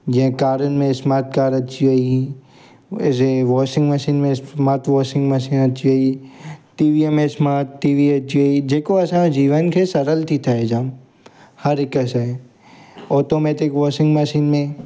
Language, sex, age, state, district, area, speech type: Sindhi, male, 18-30, Gujarat, Surat, urban, spontaneous